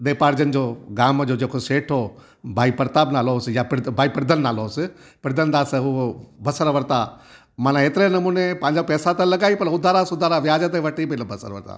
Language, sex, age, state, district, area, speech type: Sindhi, male, 60+, Gujarat, Junagadh, rural, spontaneous